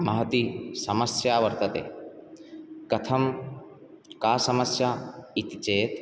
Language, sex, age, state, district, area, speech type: Sanskrit, male, 18-30, Odisha, Ganjam, rural, spontaneous